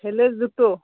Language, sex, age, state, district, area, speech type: Bengali, female, 45-60, West Bengal, Cooch Behar, urban, conversation